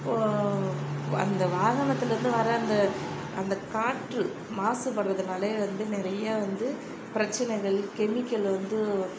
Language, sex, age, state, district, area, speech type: Tamil, female, 45-60, Tamil Nadu, Viluppuram, urban, spontaneous